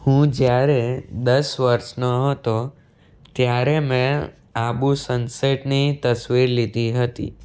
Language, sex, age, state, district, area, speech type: Gujarati, male, 18-30, Gujarat, Anand, rural, spontaneous